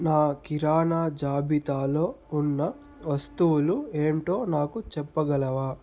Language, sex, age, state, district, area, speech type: Telugu, male, 30-45, Andhra Pradesh, Chittoor, rural, read